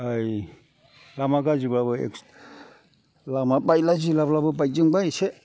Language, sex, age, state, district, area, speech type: Bodo, male, 45-60, Assam, Kokrajhar, rural, spontaneous